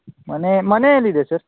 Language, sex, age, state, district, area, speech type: Kannada, male, 18-30, Karnataka, Shimoga, rural, conversation